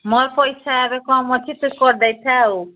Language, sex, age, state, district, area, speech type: Odia, female, 60+, Odisha, Angul, rural, conversation